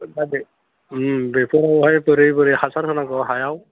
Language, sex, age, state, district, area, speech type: Bodo, male, 45-60, Assam, Udalguri, rural, conversation